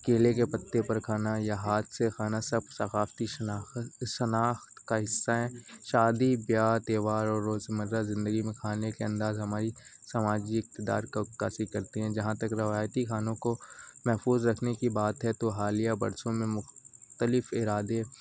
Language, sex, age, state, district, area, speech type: Urdu, male, 18-30, Uttar Pradesh, Azamgarh, rural, spontaneous